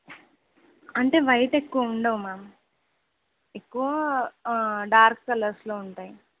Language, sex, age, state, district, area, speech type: Telugu, female, 18-30, Telangana, Nizamabad, rural, conversation